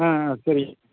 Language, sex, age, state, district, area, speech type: Tamil, male, 60+, Tamil Nadu, Madurai, rural, conversation